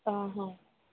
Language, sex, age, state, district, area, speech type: Odia, female, 18-30, Odisha, Sambalpur, rural, conversation